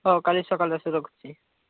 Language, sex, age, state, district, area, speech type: Odia, male, 18-30, Odisha, Malkangiri, urban, conversation